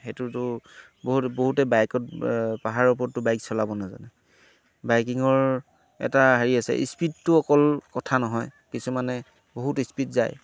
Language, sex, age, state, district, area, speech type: Assamese, male, 30-45, Assam, Sivasagar, rural, spontaneous